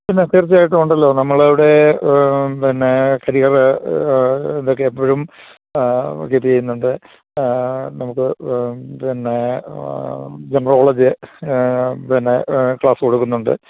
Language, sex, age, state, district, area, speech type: Malayalam, male, 45-60, Kerala, Idukki, rural, conversation